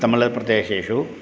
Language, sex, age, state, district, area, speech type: Sanskrit, male, 60+, Tamil Nadu, Tiruchirappalli, urban, spontaneous